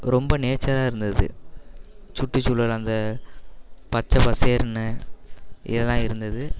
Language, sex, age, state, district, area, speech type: Tamil, male, 18-30, Tamil Nadu, Perambalur, urban, spontaneous